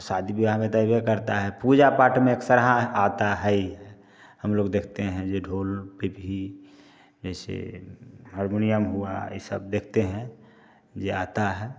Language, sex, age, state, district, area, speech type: Hindi, male, 45-60, Bihar, Samastipur, urban, spontaneous